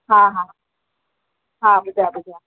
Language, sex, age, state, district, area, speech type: Sindhi, female, 45-60, Maharashtra, Thane, urban, conversation